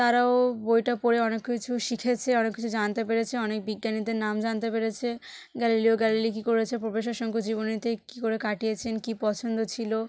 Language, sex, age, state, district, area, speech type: Bengali, female, 18-30, West Bengal, South 24 Parganas, rural, spontaneous